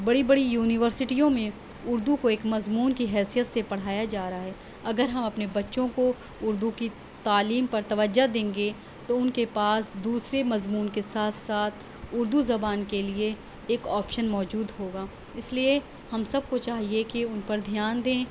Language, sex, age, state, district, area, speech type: Urdu, female, 18-30, Delhi, South Delhi, urban, spontaneous